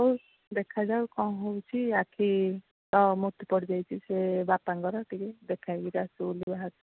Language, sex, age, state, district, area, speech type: Odia, female, 45-60, Odisha, Ganjam, urban, conversation